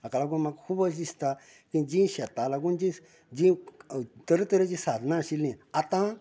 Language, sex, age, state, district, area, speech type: Goan Konkani, male, 45-60, Goa, Canacona, rural, spontaneous